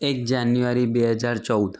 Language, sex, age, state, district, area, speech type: Gujarati, male, 30-45, Gujarat, Ahmedabad, urban, spontaneous